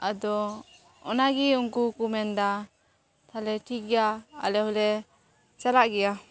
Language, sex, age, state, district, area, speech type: Santali, female, 18-30, West Bengal, Birbhum, rural, spontaneous